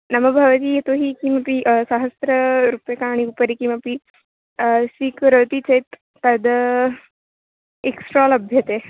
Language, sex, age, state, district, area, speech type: Sanskrit, female, 18-30, Maharashtra, Wardha, urban, conversation